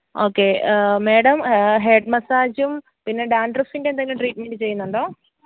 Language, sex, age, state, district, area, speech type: Malayalam, female, 30-45, Kerala, Alappuzha, rural, conversation